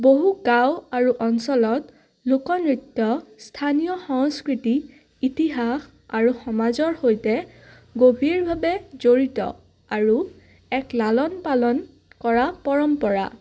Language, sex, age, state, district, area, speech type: Assamese, female, 18-30, Assam, Udalguri, rural, spontaneous